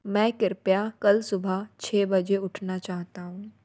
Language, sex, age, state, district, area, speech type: Hindi, female, 30-45, Madhya Pradesh, Bhopal, urban, read